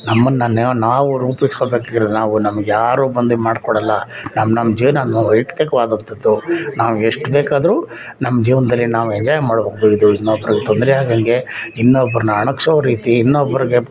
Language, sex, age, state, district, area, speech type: Kannada, male, 60+, Karnataka, Mysore, urban, spontaneous